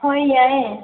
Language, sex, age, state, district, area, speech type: Manipuri, female, 18-30, Manipur, Senapati, urban, conversation